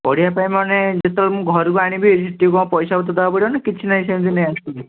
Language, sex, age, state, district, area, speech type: Odia, male, 18-30, Odisha, Puri, urban, conversation